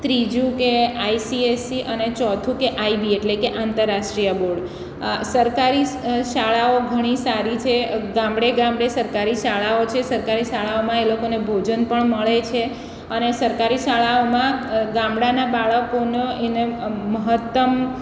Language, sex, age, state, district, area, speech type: Gujarati, female, 45-60, Gujarat, Surat, urban, spontaneous